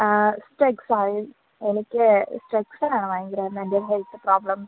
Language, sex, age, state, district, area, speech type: Malayalam, female, 18-30, Kerala, Wayanad, rural, conversation